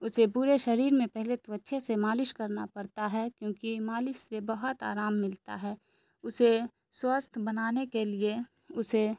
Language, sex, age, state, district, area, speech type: Urdu, female, 18-30, Bihar, Darbhanga, rural, spontaneous